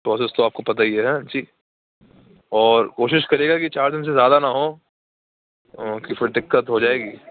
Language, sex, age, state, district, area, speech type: Urdu, male, 30-45, Uttar Pradesh, Aligarh, rural, conversation